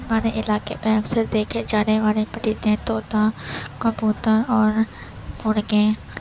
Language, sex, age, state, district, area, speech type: Urdu, female, 18-30, Uttar Pradesh, Gautam Buddha Nagar, rural, spontaneous